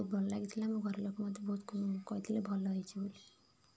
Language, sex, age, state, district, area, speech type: Odia, female, 45-60, Odisha, Kendujhar, urban, spontaneous